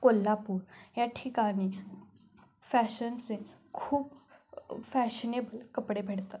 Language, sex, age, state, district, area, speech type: Marathi, female, 18-30, Maharashtra, Sangli, rural, spontaneous